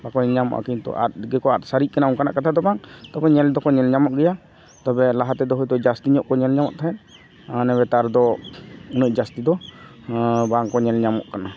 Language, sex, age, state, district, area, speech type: Santali, male, 30-45, West Bengal, Jhargram, rural, spontaneous